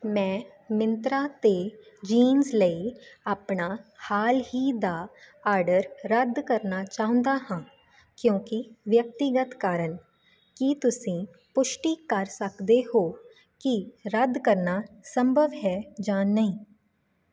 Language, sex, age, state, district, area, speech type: Punjabi, female, 18-30, Punjab, Jalandhar, urban, read